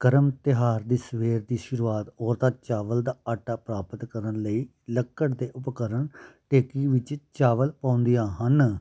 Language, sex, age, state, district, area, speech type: Punjabi, male, 30-45, Punjab, Amritsar, urban, read